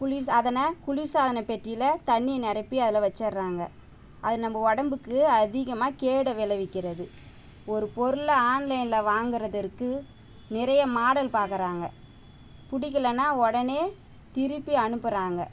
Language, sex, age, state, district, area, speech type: Tamil, female, 30-45, Tamil Nadu, Tiruvannamalai, rural, spontaneous